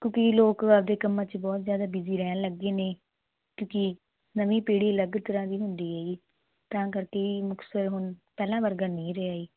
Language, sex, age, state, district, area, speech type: Punjabi, female, 18-30, Punjab, Muktsar, rural, conversation